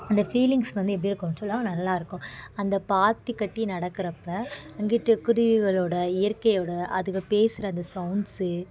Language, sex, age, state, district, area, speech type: Tamil, female, 18-30, Tamil Nadu, Madurai, urban, spontaneous